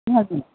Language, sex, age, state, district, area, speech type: Assamese, female, 60+, Assam, Golaghat, urban, conversation